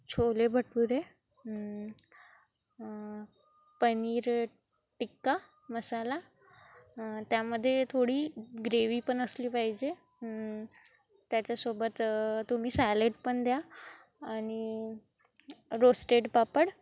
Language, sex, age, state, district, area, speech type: Marathi, female, 18-30, Maharashtra, Wardha, rural, spontaneous